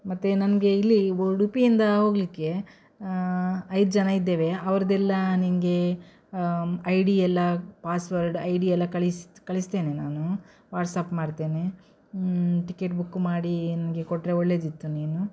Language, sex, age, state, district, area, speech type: Kannada, female, 60+, Karnataka, Udupi, rural, spontaneous